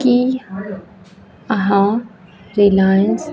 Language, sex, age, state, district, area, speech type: Maithili, female, 18-30, Bihar, Araria, rural, read